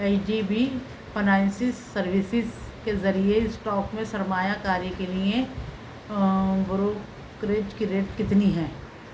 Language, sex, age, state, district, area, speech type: Urdu, female, 60+, Delhi, Central Delhi, urban, read